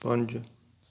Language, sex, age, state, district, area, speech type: Punjabi, male, 60+, Punjab, Amritsar, urban, read